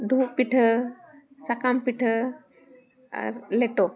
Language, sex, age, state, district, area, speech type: Santali, female, 45-60, Jharkhand, Bokaro, rural, spontaneous